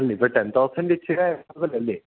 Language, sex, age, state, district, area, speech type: Malayalam, male, 18-30, Kerala, Idukki, rural, conversation